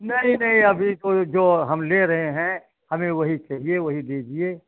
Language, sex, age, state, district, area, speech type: Hindi, male, 60+, Uttar Pradesh, Ayodhya, rural, conversation